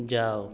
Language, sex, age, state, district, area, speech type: Hindi, male, 30-45, Uttar Pradesh, Azamgarh, rural, read